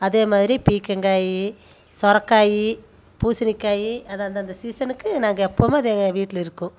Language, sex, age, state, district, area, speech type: Tamil, female, 30-45, Tamil Nadu, Coimbatore, rural, spontaneous